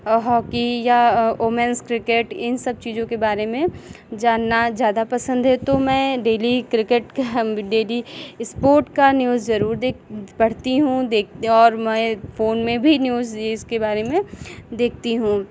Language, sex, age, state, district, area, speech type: Hindi, female, 30-45, Uttar Pradesh, Lucknow, rural, spontaneous